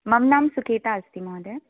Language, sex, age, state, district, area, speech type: Sanskrit, female, 18-30, Rajasthan, Jaipur, urban, conversation